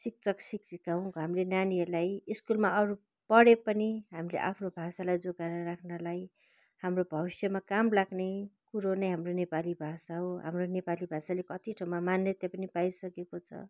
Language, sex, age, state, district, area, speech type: Nepali, female, 45-60, West Bengal, Kalimpong, rural, spontaneous